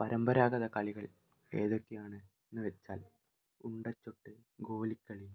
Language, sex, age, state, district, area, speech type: Malayalam, male, 18-30, Kerala, Kannur, rural, spontaneous